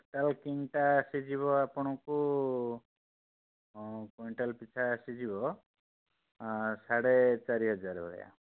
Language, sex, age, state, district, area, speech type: Odia, male, 30-45, Odisha, Bhadrak, rural, conversation